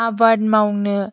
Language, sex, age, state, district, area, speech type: Bodo, female, 45-60, Assam, Chirang, rural, spontaneous